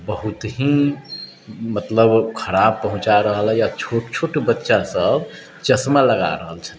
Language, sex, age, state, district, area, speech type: Maithili, male, 30-45, Bihar, Sitamarhi, urban, spontaneous